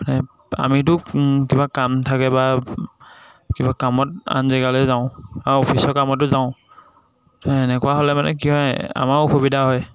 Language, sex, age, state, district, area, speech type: Assamese, male, 18-30, Assam, Jorhat, urban, spontaneous